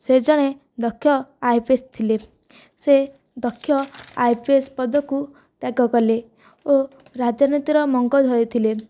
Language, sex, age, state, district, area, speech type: Odia, female, 18-30, Odisha, Nayagarh, rural, spontaneous